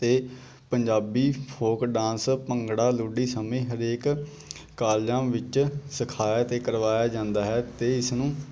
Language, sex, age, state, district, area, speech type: Punjabi, male, 18-30, Punjab, Patiala, rural, spontaneous